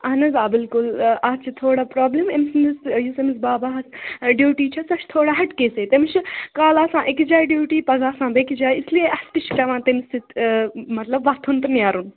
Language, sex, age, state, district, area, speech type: Kashmiri, female, 18-30, Jammu and Kashmir, Budgam, rural, conversation